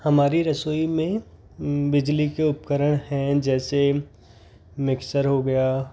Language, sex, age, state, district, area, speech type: Hindi, male, 30-45, Rajasthan, Jaipur, urban, spontaneous